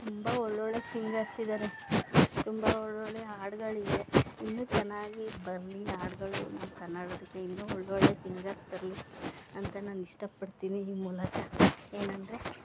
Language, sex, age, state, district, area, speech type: Kannada, female, 30-45, Karnataka, Mandya, rural, spontaneous